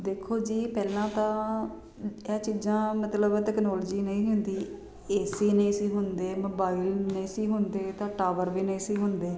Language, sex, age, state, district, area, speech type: Punjabi, female, 30-45, Punjab, Jalandhar, urban, spontaneous